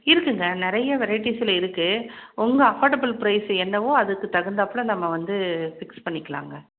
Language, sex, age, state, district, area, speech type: Tamil, female, 30-45, Tamil Nadu, Salem, urban, conversation